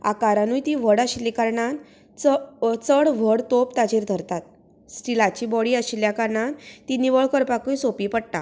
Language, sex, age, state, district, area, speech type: Goan Konkani, female, 30-45, Goa, Canacona, rural, spontaneous